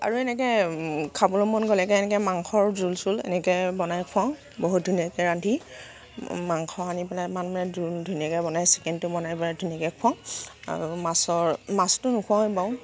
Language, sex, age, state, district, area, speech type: Assamese, female, 45-60, Assam, Nagaon, rural, spontaneous